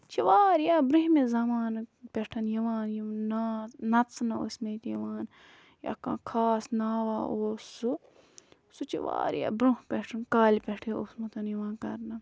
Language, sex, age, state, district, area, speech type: Kashmiri, female, 18-30, Jammu and Kashmir, Budgam, rural, spontaneous